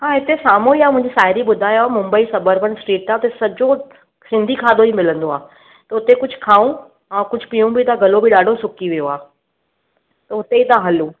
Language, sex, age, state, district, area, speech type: Sindhi, female, 30-45, Maharashtra, Mumbai Suburban, urban, conversation